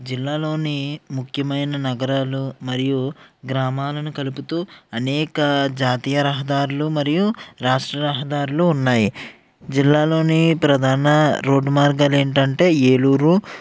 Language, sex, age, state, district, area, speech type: Telugu, male, 18-30, Andhra Pradesh, Eluru, urban, spontaneous